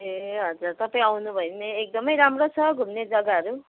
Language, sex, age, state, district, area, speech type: Nepali, female, 30-45, West Bengal, Kalimpong, rural, conversation